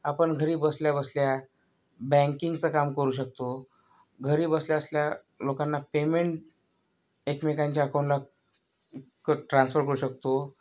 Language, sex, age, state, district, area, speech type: Marathi, male, 30-45, Maharashtra, Yavatmal, urban, spontaneous